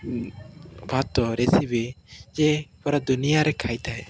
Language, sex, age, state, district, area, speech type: Odia, male, 18-30, Odisha, Koraput, urban, spontaneous